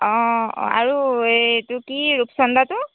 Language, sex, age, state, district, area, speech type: Assamese, female, 18-30, Assam, Golaghat, rural, conversation